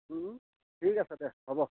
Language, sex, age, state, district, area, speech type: Assamese, male, 30-45, Assam, Dhemaji, rural, conversation